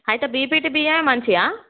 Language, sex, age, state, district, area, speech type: Telugu, female, 18-30, Telangana, Peddapalli, rural, conversation